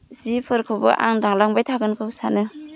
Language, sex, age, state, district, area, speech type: Bodo, female, 18-30, Assam, Baksa, rural, spontaneous